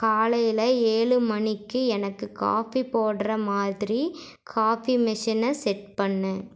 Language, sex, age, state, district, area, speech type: Tamil, female, 18-30, Tamil Nadu, Erode, rural, read